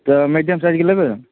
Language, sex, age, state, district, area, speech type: Maithili, male, 18-30, Bihar, Darbhanga, rural, conversation